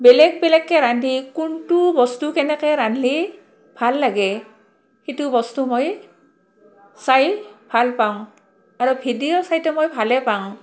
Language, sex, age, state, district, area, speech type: Assamese, female, 45-60, Assam, Barpeta, rural, spontaneous